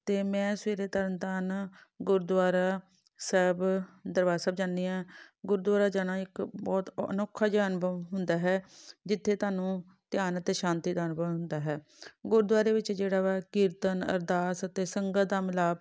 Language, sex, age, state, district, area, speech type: Punjabi, female, 45-60, Punjab, Tarn Taran, urban, spontaneous